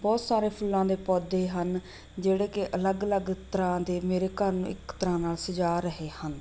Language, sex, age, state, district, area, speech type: Punjabi, female, 30-45, Punjab, Rupnagar, rural, spontaneous